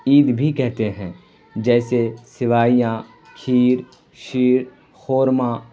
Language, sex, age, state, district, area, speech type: Urdu, male, 18-30, Bihar, Purnia, rural, spontaneous